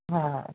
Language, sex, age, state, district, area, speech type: Marathi, male, 18-30, Maharashtra, Osmanabad, rural, conversation